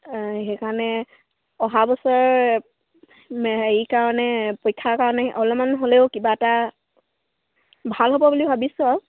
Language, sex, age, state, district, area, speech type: Assamese, female, 18-30, Assam, Sivasagar, rural, conversation